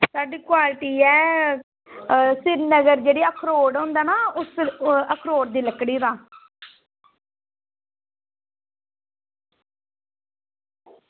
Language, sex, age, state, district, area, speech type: Dogri, female, 30-45, Jammu and Kashmir, Samba, rural, conversation